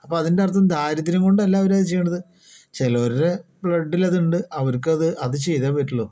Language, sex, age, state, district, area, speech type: Malayalam, male, 30-45, Kerala, Palakkad, rural, spontaneous